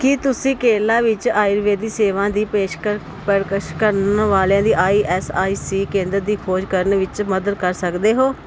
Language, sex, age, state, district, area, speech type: Punjabi, female, 30-45, Punjab, Pathankot, urban, read